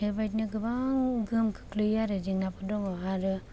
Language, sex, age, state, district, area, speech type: Bodo, female, 30-45, Assam, Kokrajhar, rural, spontaneous